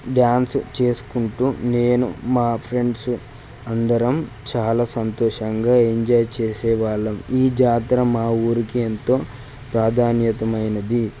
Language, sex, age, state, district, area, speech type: Telugu, male, 18-30, Telangana, Peddapalli, rural, spontaneous